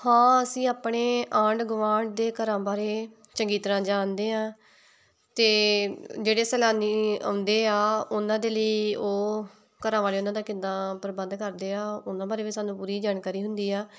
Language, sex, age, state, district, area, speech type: Punjabi, female, 18-30, Punjab, Tarn Taran, rural, spontaneous